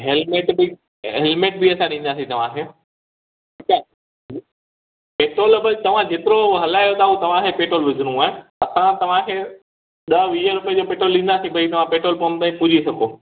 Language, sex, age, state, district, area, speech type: Sindhi, male, 30-45, Gujarat, Kutch, rural, conversation